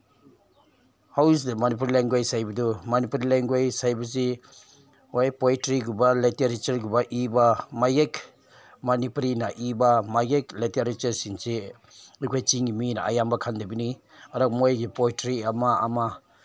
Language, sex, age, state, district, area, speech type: Manipuri, male, 60+, Manipur, Senapati, urban, spontaneous